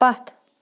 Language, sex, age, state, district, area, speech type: Kashmiri, female, 30-45, Jammu and Kashmir, Shopian, urban, read